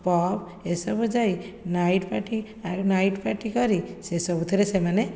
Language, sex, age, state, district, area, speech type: Odia, female, 30-45, Odisha, Khordha, rural, spontaneous